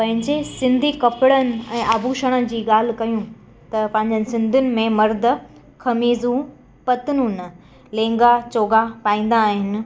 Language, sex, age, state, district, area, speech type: Sindhi, female, 18-30, Gujarat, Kutch, urban, spontaneous